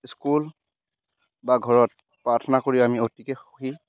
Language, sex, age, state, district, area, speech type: Assamese, male, 18-30, Assam, Majuli, urban, spontaneous